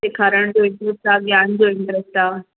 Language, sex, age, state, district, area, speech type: Sindhi, female, 30-45, Maharashtra, Mumbai Suburban, urban, conversation